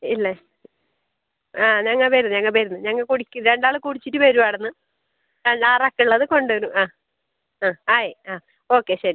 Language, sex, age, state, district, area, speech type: Malayalam, female, 30-45, Kerala, Kasaragod, rural, conversation